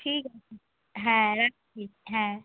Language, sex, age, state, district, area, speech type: Bengali, female, 18-30, West Bengal, Cooch Behar, urban, conversation